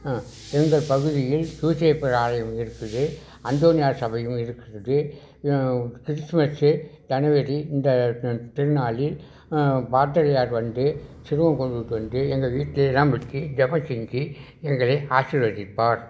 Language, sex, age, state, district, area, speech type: Tamil, male, 60+, Tamil Nadu, Tiruvarur, rural, spontaneous